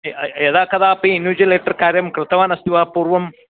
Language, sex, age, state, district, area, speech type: Sanskrit, male, 60+, Karnataka, Vijayapura, urban, conversation